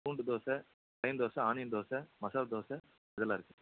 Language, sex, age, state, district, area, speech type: Tamil, male, 45-60, Tamil Nadu, Tenkasi, urban, conversation